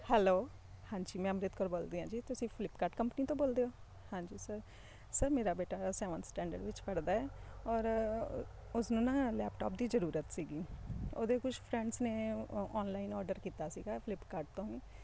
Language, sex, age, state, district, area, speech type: Punjabi, female, 30-45, Punjab, Shaheed Bhagat Singh Nagar, urban, spontaneous